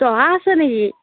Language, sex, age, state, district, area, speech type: Assamese, female, 18-30, Assam, Darrang, rural, conversation